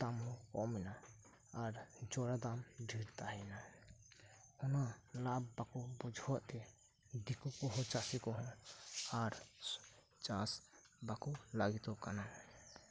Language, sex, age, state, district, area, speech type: Santali, male, 18-30, West Bengal, Birbhum, rural, spontaneous